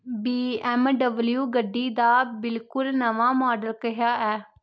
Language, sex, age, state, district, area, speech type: Dogri, female, 18-30, Jammu and Kashmir, Kathua, rural, read